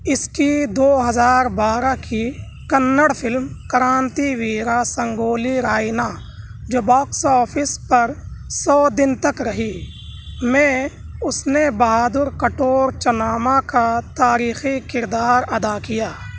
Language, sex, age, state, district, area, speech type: Urdu, male, 18-30, Delhi, South Delhi, urban, read